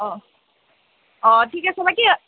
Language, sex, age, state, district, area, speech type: Assamese, female, 18-30, Assam, Nalbari, rural, conversation